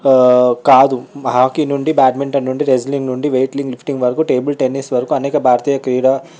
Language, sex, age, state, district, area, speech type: Telugu, male, 18-30, Telangana, Vikarabad, urban, spontaneous